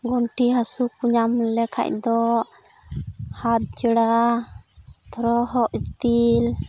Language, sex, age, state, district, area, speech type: Santali, female, 30-45, West Bengal, Purba Bardhaman, rural, spontaneous